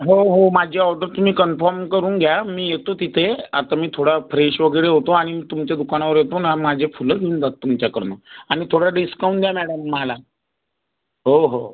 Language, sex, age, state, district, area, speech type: Marathi, other, 18-30, Maharashtra, Buldhana, rural, conversation